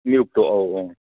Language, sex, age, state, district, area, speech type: Manipuri, male, 30-45, Manipur, Kangpokpi, urban, conversation